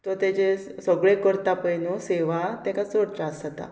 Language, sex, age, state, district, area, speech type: Goan Konkani, female, 30-45, Goa, Murmgao, rural, spontaneous